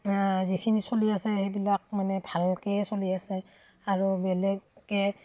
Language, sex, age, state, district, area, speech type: Assamese, female, 30-45, Assam, Udalguri, rural, spontaneous